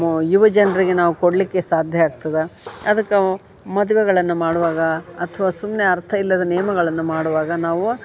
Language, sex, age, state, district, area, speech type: Kannada, female, 60+, Karnataka, Gadag, rural, spontaneous